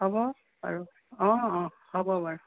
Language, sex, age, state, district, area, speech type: Assamese, female, 60+, Assam, Tinsukia, rural, conversation